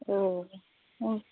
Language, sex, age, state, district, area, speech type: Bodo, female, 30-45, Assam, Udalguri, urban, conversation